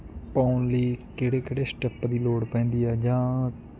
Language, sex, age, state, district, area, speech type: Punjabi, male, 18-30, Punjab, Barnala, rural, spontaneous